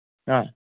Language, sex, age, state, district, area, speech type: Manipuri, male, 18-30, Manipur, Kangpokpi, urban, conversation